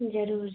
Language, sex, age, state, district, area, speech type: Hindi, female, 30-45, Uttar Pradesh, Azamgarh, urban, conversation